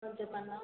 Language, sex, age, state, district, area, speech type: Odia, female, 18-30, Odisha, Nayagarh, rural, conversation